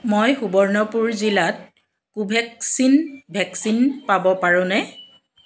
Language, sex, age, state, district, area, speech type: Assamese, female, 45-60, Assam, Dibrugarh, urban, read